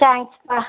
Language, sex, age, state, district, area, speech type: Tamil, female, 45-60, Tamil Nadu, Tiruchirappalli, rural, conversation